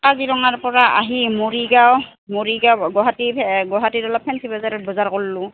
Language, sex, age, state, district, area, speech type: Assamese, female, 45-60, Assam, Goalpara, urban, conversation